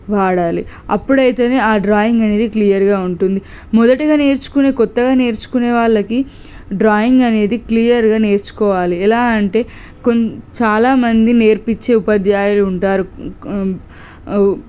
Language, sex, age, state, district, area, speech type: Telugu, female, 18-30, Telangana, Suryapet, urban, spontaneous